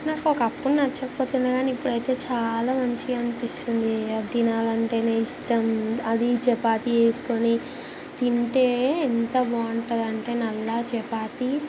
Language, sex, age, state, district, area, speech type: Telugu, female, 18-30, Telangana, Ranga Reddy, urban, spontaneous